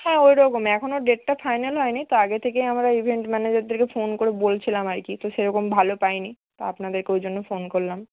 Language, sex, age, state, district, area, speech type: Bengali, female, 60+, West Bengal, Nadia, urban, conversation